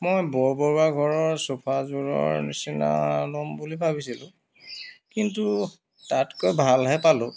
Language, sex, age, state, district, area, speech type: Assamese, male, 45-60, Assam, Dibrugarh, rural, spontaneous